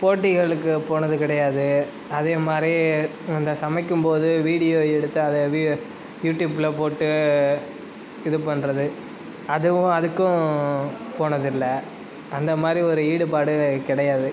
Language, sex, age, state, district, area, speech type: Tamil, male, 18-30, Tamil Nadu, Sivaganga, rural, spontaneous